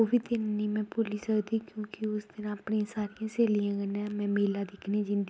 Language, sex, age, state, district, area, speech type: Dogri, female, 18-30, Jammu and Kashmir, Kathua, rural, spontaneous